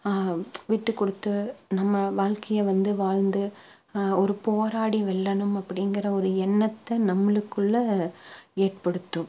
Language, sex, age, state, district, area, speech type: Tamil, female, 30-45, Tamil Nadu, Tiruppur, rural, spontaneous